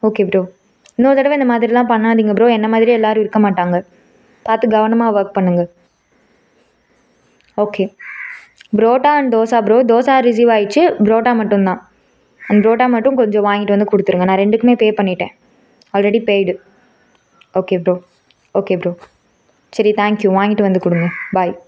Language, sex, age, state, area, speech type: Tamil, female, 18-30, Tamil Nadu, urban, spontaneous